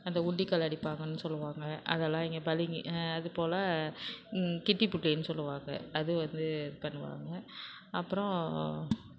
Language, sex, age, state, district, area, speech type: Tamil, female, 60+, Tamil Nadu, Nagapattinam, rural, spontaneous